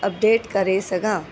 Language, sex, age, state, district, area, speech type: Sindhi, female, 60+, Uttar Pradesh, Lucknow, urban, read